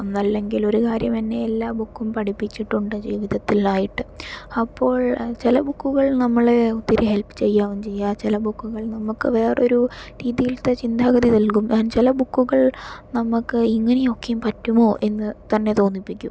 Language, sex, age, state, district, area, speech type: Malayalam, female, 18-30, Kerala, Palakkad, urban, spontaneous